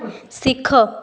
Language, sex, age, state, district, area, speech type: Odia, female, 18-30, Odisha, Balasore, rural, read